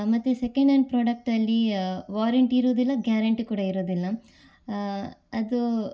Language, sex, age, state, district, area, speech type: Kannada, female, 18-30, Karnataka, Udupi, urban, spontaneous